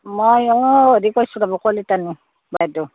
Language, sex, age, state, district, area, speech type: Assamese, female, 45-60, Assam, Udalguri, rural, conversation